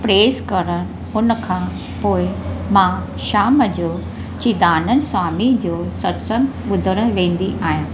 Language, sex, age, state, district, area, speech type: Sindhi, female, 60+, Maharashtra, Mumbai Suburban, urban, spontaneous